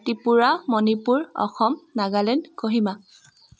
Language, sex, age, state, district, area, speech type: Assamese, female, 18-30, Assam, Dibrugarh, rural, spontaneous